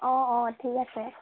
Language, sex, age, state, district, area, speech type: Assamese, female, 18-30, Assam, Sivasagar, urban, conversation